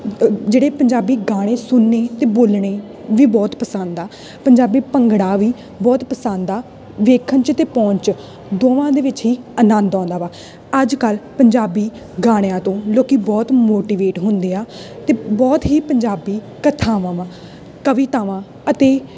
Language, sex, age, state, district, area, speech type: Punjabi, female, 18-30, Punjab, Tarn Taran, rural, spontaneous